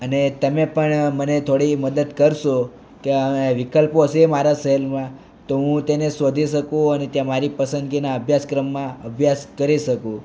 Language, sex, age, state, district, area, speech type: Gujarati, male, 18-30, Gujarat, Surat, rural, spontaneous